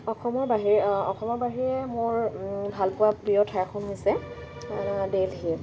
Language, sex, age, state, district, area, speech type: Assamese, female, 30-45, Assam, Dhemaji, urban, spontaneous